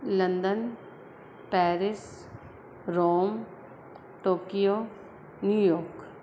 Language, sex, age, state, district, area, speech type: Sindhi, female, 30-45, Madhya Pradesh, Katni, urban, spontaneous